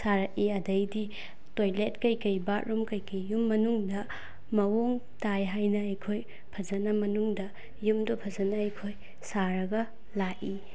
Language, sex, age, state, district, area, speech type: Manipuri, female, 18-30, Manipur, Bishnupur, rural, spontaneous